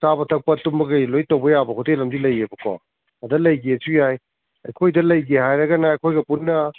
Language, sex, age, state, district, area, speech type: Manipuri, male, 45-60, Manipur, Kakching, rural, conversation